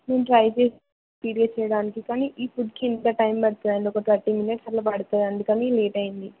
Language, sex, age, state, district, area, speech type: Telugu, female, 18-30, Telangana, Siddipet, rural, conversation